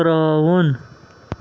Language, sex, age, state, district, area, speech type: Kashmiri, male, 30-45, Jammu and Kashmir, Srinagar, urban, read